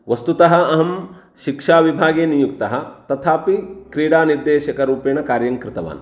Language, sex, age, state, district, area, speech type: Sanskrit, male, 45-60, Karnataka, Uttara Kannada, urban, spontaneous